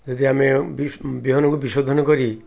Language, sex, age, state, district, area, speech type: Odia, male, 60+, Odisha, Ganjam, urban, spontaneous